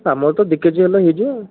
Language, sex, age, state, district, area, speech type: Odia, male, 30-45, Odisha, Puri, urban, conversation